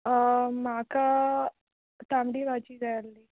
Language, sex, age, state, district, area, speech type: Goan Konkani, female, 18-30, Goa, Quepem, rural, conversation